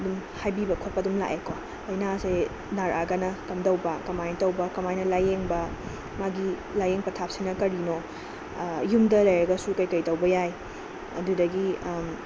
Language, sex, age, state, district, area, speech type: Manipuri, female, 18-30, Manipur, Bishnupur, rural, spontaneous